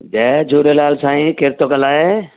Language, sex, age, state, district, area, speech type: Sindhi, male, 45-60, Delhi, South Delhi, urban, conversation